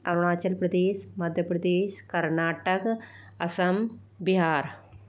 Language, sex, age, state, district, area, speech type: Hindi, female, 45-60, Rajasthan, Jaipur, urban, spontaneous